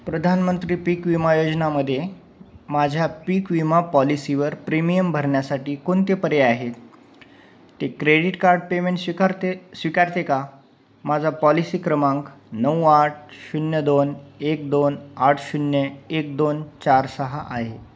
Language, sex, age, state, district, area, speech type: Marathi, male, 30-45, Maharashtra, Nanded, rural, read